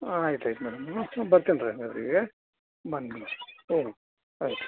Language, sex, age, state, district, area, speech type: Kannada, male, 60+, Karnataka, Gadag, rural, conversation